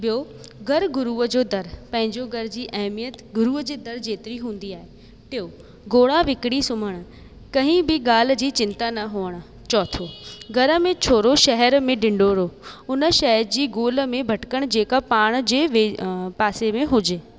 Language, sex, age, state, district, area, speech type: Sindhi, female, 18-30, Rajasthan, Ajmer, urban, spontaneous